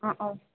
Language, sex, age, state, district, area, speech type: Assamese, female, 30-45, Assam, Goalpara, urban, conversation